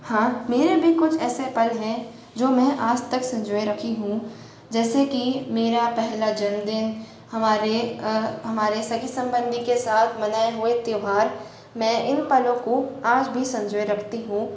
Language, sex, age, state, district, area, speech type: Hindi, female, 30-45, Rajasthan, Jaipur, urban, spontaneous